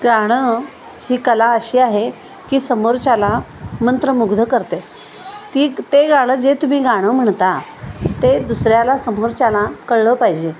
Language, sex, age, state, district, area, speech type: Marathi, female, 60+, Maharashtra, Kolhapur, urban, spontaneous